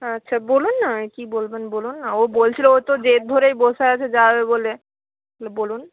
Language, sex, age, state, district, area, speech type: Bengali, female, 60+, West Bengal, Jhargram, rural, conversation